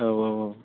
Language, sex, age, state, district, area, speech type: Bodo, male, 18-30, Assam, Chirang, rural, conversation